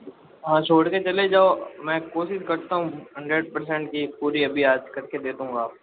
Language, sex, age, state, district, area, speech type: Hindi, male, 45-60, Rajasthan, Jodhpur, urban, conversation